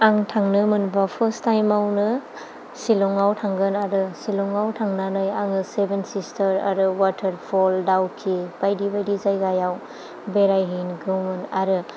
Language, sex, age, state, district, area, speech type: Bodo, female, 30-45, Assam, Chirang, urban, spontaneous